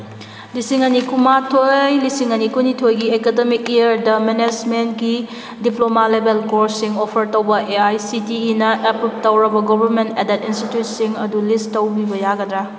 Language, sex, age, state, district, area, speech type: Manipuri, female, 30-45, Manipur, Kakching, rural, read